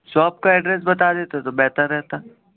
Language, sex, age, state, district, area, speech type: Urdu, male, 18-30, Delhi, East Delhi, urban, conversation